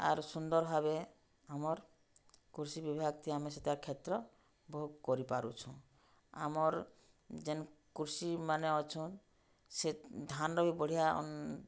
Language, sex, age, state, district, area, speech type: Odia, female, 45-60, Odisha, Bargarh, urban, spontaneous